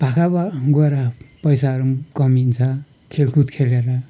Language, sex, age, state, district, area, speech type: Nepali, male, 60+, West Bengal, Kalimpong, rural, spontaneous